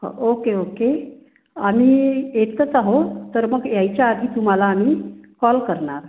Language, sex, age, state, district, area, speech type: Marathi, female, 45-60, Maharashtra, Wardha, urban, conversation